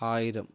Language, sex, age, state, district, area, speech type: Malayalam, male, 30-45, Kerala, Kannur, rural, spontaneous